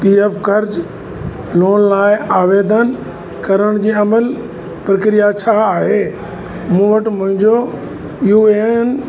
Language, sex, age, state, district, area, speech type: Sindhi, male, 60+, Uttar Pradesh, Lucknow, rural, read